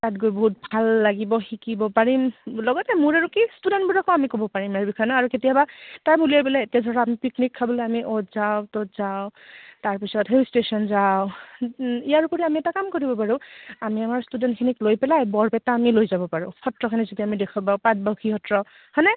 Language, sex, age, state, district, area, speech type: Assamese, female, 30-45, Assam, Goalpara, urban, conversation